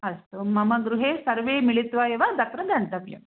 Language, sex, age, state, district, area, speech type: Sanskrit, female, 30-45, Telangana, Ranga Reddy, urban, conversation